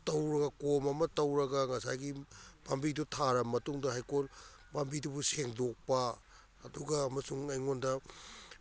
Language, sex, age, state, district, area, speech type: Manipuri, male, 45-60, Manipur, Kakching, rural, spontaneous